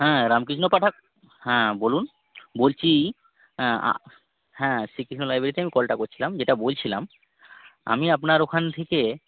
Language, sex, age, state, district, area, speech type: Bengali, male, 45-60, West Bengal, Hooghly, urban, conversation